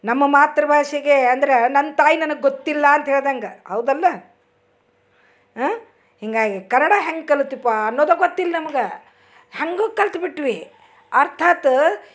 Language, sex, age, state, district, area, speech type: Kannada, female, 60+, Karnataka, Dharwad, rural, spontaneous